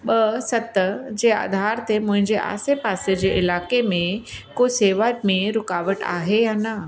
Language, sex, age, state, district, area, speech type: Sindhi, female, 30-45, Uttar Pradesh, Lucknow, urban, read